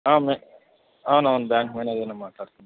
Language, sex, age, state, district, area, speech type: Telugu, male, 30-45, Andhra Pradesh, Anantapur, rural, conversation